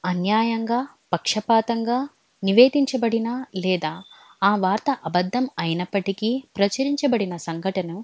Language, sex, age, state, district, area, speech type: Telugu, female, 18-30, Andhra Pradesh, Alluri Sitarama Raju, urban, spontaneous